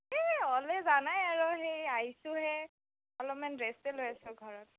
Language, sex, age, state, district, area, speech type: Assamese, female, 18-30, Assam, Nalbari, rural, conversation